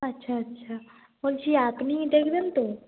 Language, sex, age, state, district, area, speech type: Bengali, female, 45-60, West Bengal, Nadia, rural, conversation